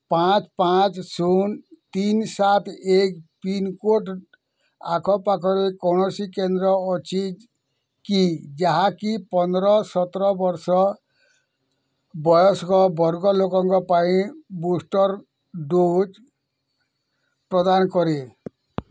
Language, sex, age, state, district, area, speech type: Odia, male, 60+, Odisha, Bargarh, urban, read